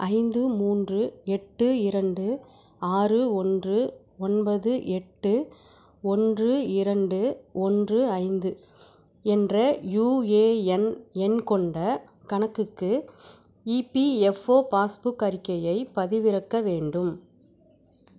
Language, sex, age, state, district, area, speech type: Tamil, female, 30-45, Tamil Nadu, Nagapattinam, rural, read